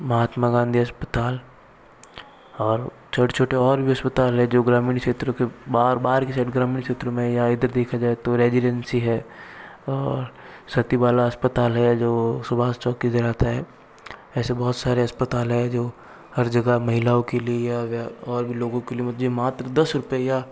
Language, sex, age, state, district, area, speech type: Hindi, male, 60+, Rajasthan, Jodhpur, urban, spontaneous